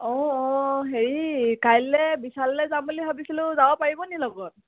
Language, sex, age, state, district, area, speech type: Assamese, female, 18-30, Assam, Dhemaji, rural, conversation